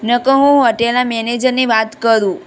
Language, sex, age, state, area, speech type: Gujarati, female, 18-30, Gujarat, rural, spontaneous